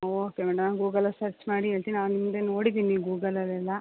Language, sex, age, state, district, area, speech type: Kannada, female, 30-45, Karnataka, Mandya, urban, conversation